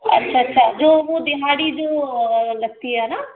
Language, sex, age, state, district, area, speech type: Hindi, female, 60+, Rajasthan, Jaipur, urban, conversation